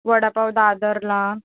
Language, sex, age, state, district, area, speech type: Marathi, female, 18-30, Maharashtra, Solapur, urban, conversation